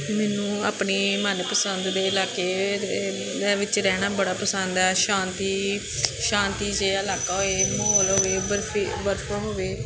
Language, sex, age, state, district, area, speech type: Punjabi, female, 30-45, Punjab, Pathankot, urban, spontaneous